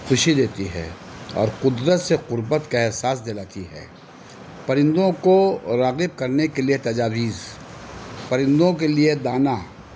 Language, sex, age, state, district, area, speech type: Urdu, male, 60+, Delhi, North East Delhi, urban, spontaneous